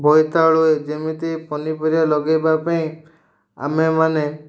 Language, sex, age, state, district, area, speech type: Odia, male, 30-45, Odisha, Ganjam, urban, spontaneous